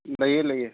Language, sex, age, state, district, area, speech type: Manipuri, male, 18-30, Manipur, Chandel, rural, conversation